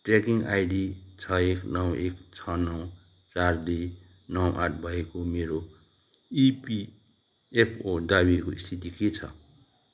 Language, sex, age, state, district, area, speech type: Nepali, male, 45-60, West Bengal, Darjeeling, rural, read